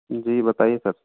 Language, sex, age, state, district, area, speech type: Hindi, male, 45-60, Rajasthan, Jaipur, urban, conversation